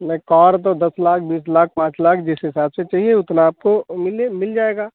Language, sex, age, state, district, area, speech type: Hindi, male, 45-60, Uttar Pradesh, Sitapur, rural, conversation